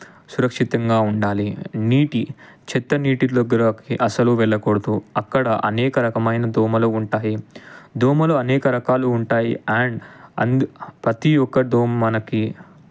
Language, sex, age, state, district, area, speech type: Telugu, male, 18-30, Telangana, Ranga Reddy, urban, spontaneous